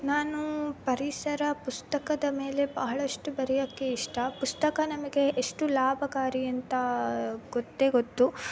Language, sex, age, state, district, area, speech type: Kannada, female, 18-30, Karnataka, Davanagere, urban, spontaneous